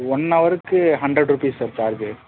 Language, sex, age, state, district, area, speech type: Tamil, male, 18-30, Tamil Nadu, Thanjavur, rural, conversation